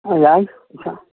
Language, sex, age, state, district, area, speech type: Manipuri, male, 60+, Manipur, Imphal East, urban, conversation